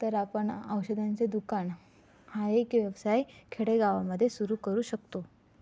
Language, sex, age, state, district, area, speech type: Marathi, female, 18-30, Maharashtra, Raigad, rural, spontaneous